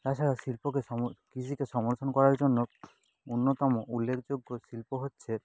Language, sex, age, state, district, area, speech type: Bengali, male, 18-30, West Bengal, Purba Medinipur, rural, spontaneous